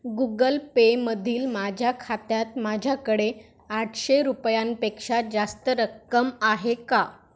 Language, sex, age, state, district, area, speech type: Marathi, female, 18-30, Maharashtra, Wardha, rural, read